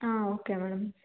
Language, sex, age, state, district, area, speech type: Kannada, female, 18-30, Karnataka, Hassan, rural, conversation